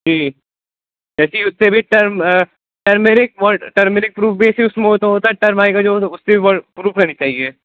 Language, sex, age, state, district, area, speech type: Urdu, male, 18-30, Uttar Pradesh, Rampur, urban, conversation